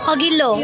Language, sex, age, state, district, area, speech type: Nepali, female, 18-30, West Bengal, Alipurduar, urban, read